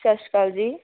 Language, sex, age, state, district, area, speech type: Punjabi, female, 18-30, Punjab, Amritsar, urban, conversation